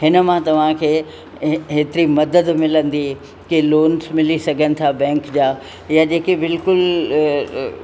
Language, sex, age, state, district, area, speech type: Sindhi, female, 60+, Rajasthan, Ajmer, urban, spontaneous